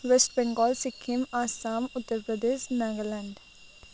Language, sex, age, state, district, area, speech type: Nepali, female, 18-30, West Bengal, Kalimpong, rural, spontaneous